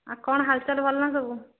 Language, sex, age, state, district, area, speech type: Odia, female, 60+, Odisha, Jharsuguda, rural, conversation